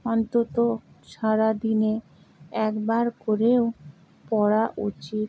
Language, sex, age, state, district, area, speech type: Bengali, female, 60+, West Bengal, Purba Medinipur, rural, spontaneous